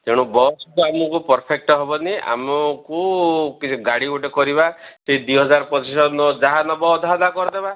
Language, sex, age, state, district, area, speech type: Odia, male, 60+, Odisha, Ganjam, urban, conversation